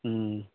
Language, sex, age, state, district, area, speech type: Manipuri, male, 18-30, Manipur, Kakching, rural, conversation